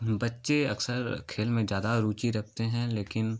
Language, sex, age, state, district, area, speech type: Hindi, male, 18-30, Uttar Pradesh, Chandauli, urban, spontaneous